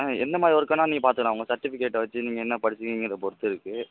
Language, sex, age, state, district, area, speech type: Tamil, male, 18-30, Tamil Nadu, Virudhunagar, urban, conversation